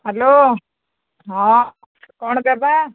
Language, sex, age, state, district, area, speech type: Odia, female, 60+, Odisha, Angul, rural, conversation